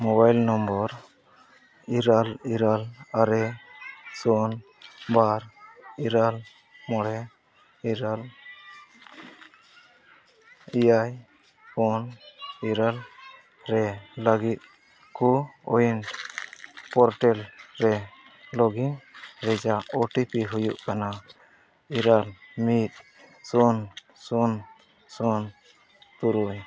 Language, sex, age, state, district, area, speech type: Santali, male, 30-45, Jharkhand, East Singhbhum, rural, read